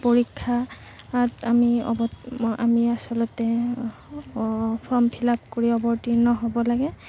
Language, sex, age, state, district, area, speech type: Assamese, female, 18-30, Assam, Kamrup Metropolitan, urban, spontaneous